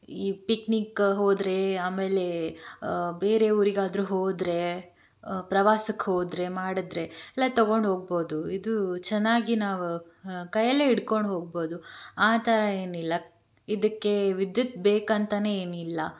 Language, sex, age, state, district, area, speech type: Kannada, female, 18-30, Karnataka, Tumkur, rural, spontaneous